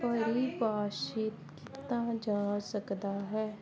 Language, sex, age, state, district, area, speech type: Punjabi, female, 30-45, Punjab, Jalandhar, urban, spontaneous